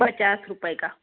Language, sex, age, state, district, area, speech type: Hindi, female, 60+, Madhya Pradesh, Betul, urban, conversation